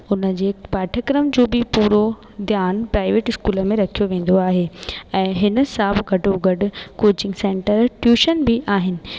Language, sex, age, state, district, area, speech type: Sindhi, female, 18-30, Rajasthan, Ajmer, urban, spontaneous